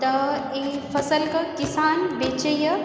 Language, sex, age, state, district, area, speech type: Maithili, female, 18-30, Bihar, Supaul, rural, spontaneous